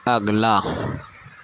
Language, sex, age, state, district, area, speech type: Urdu, male, 18-30, Uttar Pradesh, Gautam Buddha Nagar, urban, read